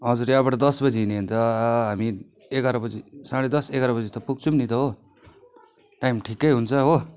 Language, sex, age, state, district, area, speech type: Nepali, male, 30-45, West Bengal, Darjeeling, rural, spontaneous